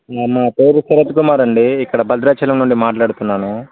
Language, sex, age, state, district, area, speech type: Telugu, male, 18-30, Telangana, Bhadradri Kothagudem, urban, conversation